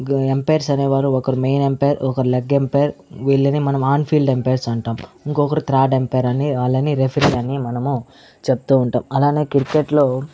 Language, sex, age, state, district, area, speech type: Telugu, male, 18-30, Andhra Pradesh, Chittoor, rural, spontaneous